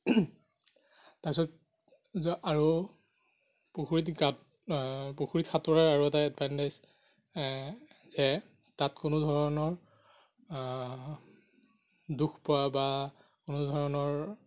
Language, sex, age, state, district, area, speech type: Assamese, male, 30-45, Assam, Darrang, rural, spontaneous